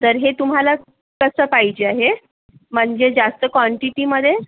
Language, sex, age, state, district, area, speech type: Marathi, female, 18-30, Maharashtra, Yavatmal, urban, conversation